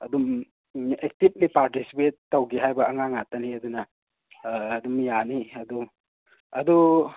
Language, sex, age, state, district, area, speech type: Manipuri, male, 30-45, Manipur, Imphal East, rural, conversation